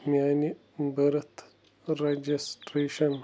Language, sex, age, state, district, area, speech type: Kashmiri, male, 18-30, Jammu and Kashmir, Bandipora, rural, read